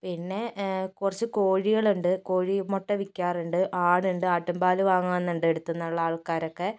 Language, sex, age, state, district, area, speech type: Malayalam, female, 30-45, Kerala, Kozhikode, urban, spontaneous